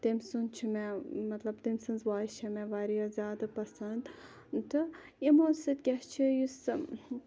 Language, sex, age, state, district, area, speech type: Kashmiri, female, 18-30, Jammu and Kashmir, Ganderbal, rural, spontaneous